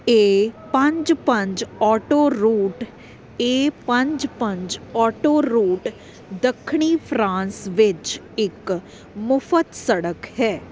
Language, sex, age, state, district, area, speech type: Punjabi, female, 30-45, Punjab, Kapurthala, urban, read